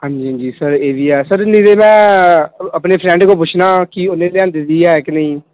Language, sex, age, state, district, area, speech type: Punjabi, male, 18-30, Punjab, Pathankot, rural, conversation